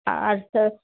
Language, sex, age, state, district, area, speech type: Bengali, female, 45-60, West Bengal, Howrah, urban, conversation